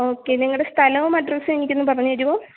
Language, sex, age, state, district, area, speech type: Malayalam, female, 18-30, Kerala, Alappuzha, rural, conversation